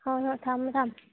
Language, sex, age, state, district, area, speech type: Manipuri, female, 30-45, Manipur, Tengnoupal, rural, conversation